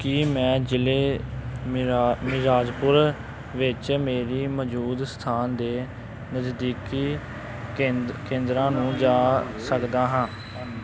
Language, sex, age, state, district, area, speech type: Punjabi, male, 18-30, Punjab, Amritsar, rural, read